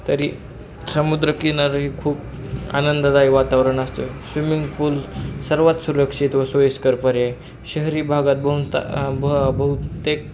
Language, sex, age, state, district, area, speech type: Marathi, male, 18-30, Maharashtra, Osmanabad, rural, spontaneous